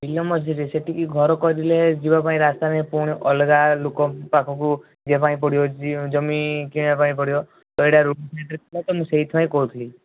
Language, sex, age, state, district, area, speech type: Odia, male, 18-30, Odisha, Balasore, rural, conversation